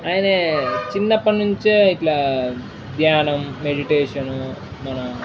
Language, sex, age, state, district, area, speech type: Telugu, male, 18-30, Telangana, Jangaon, rural, spontaneous